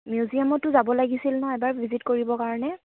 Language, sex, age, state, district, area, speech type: Assamese, female, 18-30, Assam, Kamrup Metropolitan, rural, conversation